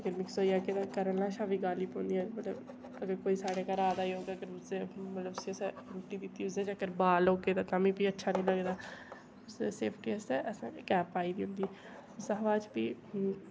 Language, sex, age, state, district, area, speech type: Dogri, female, 18-30, Jammu and Kashmir, Udhampur, rural, spontaneous